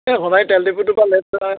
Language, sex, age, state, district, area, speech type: Assamese, male, 60+, Assam, Charaideo, rural, conversation